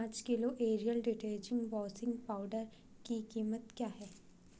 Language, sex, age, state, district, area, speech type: Hindi, female, 18-30, Madhya Pradesh, Chhindwara, urban, read